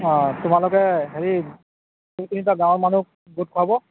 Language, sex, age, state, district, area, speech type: Assamese, male, 30-45, Assam, Tinsukia, rural, conversation